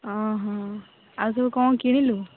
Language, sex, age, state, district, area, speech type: Odia, female, 18-30, Odisha, Jagatsinghpur, rural, conversation